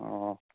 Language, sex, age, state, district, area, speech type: Manipuri, male, 30-45, Manipur, Thoubal, rural, conversation